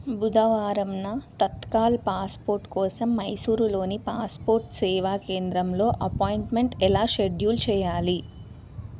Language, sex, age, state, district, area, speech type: Telugu, female, 18-30, Telangana, Suryapet, urban, read